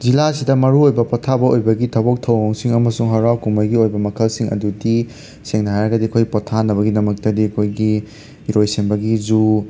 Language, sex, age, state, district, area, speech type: Manipuri, male, 30-45, Manipur, Imphal West, urban, spontaneous